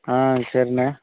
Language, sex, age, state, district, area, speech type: Tamil, male, 30-45, Tamil Nadu, Thoothukudi, rural, conversation